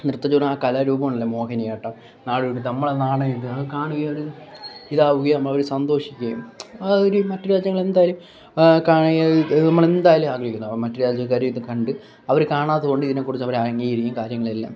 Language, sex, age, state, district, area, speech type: Malayalam, male, 18-30, Kerala, Kollam, rural, spontaneous